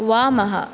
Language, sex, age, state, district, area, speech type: Sanskrit, female, 18-30, Karnataka, Udupi, urban, read